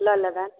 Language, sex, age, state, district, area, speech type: Maithili, female, 30-45, Bihar, Samastipur, urban, conversation